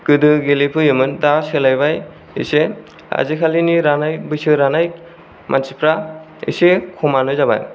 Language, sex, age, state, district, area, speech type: Bodo, male, 18-30, Assam, Kokrajhar, rural, spontaneous